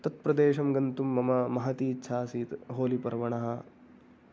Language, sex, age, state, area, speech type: Sanskrit, male, 18-30, Haryana, rural, spontaneous